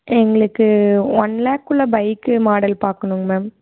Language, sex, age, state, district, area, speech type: Tamil, female, 18-30, Tamil Nadu, Erode, rural, conversation